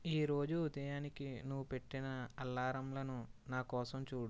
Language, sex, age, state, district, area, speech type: Telugu, male, 30-45, Andhra Pradesh, East Godavari, rural, read